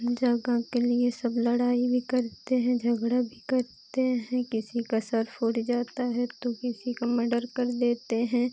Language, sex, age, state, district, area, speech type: Hindi, female, 18-30, Uttar Pradesh, Pratapgarh, urban, spontaneous